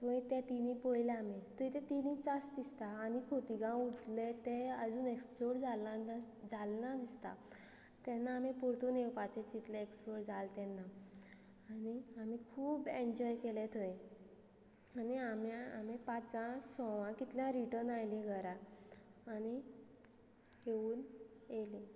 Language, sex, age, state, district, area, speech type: Goan Konkani, female, 30-45, Goa, Quepem, rural, spontaneous